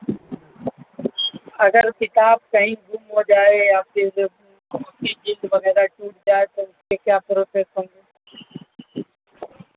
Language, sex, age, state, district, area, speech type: Urdu, male, 18-30, Uttar Pradesh, Azamgarh, rural, conversation